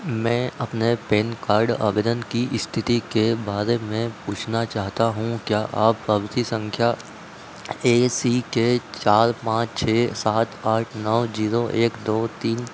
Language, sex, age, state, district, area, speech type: Hindi, male, 30-45, Madhya Pradesh, Harda, urban, read